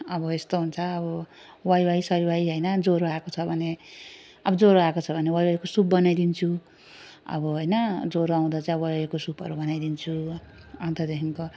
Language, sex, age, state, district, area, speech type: Nepali, female, 18-30, West Bengal, Darjeeling, rural, spontaneous